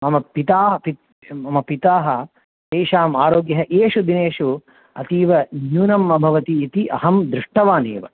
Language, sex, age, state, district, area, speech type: Sanskrit, male, 45-60, Tamil Nadu, Coimbatore, urban, conversation